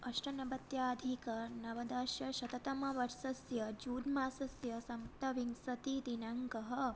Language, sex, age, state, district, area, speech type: Sanskrit, female, 18-30, Odisha, Bhadrak, rural, spontaneous